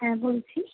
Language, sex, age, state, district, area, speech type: Bengali, female, 30-45, West Bengal, Darjeeling, urban, conversation